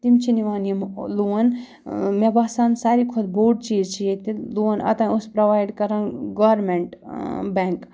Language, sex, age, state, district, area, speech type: Kashmiri, female, 18-30, Jammu and Kashmir, Ganderbal, rural, spontaneous